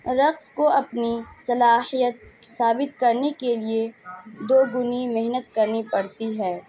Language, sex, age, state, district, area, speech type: Urdu, female, 18-30, Bihar, Madhubani, urban, spontaneous